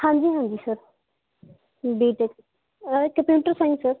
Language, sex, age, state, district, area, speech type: Punjabi, female, 18-30, Punjab, Ludhiana, rural, conversation